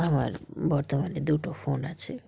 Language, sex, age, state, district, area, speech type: Bengali, female, 45-60, West Bengal, Dakshin Dinajpur, urban, spontaneous